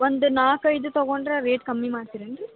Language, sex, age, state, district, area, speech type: Kannada, female, 18-30, Karnataka, Gadag, urban, conversation